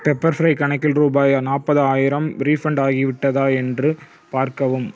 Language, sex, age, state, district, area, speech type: Tamil, male, 30-45, Tamil Nadu, Cuddalore, rural, read